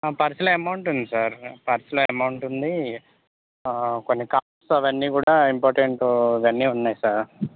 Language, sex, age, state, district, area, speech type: Telugu, male, 18-30, Telangana, Khammam, urban, conversation